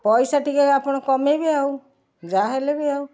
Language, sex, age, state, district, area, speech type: Odia, female, 45-60, Odisha, Cuttack, urban, spontaneous